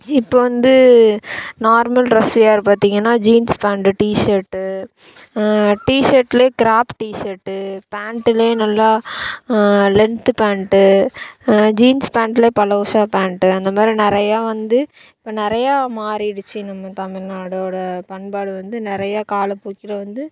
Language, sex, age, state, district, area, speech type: Tamil, female, 18-30, Tamil Nadu, Thoothukudi, urban, spontaneous